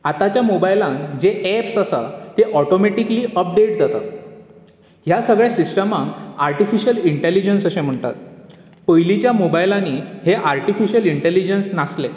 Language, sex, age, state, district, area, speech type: Goan Konkani, male, 18-30, Goa, Bardez, urban, spontaneous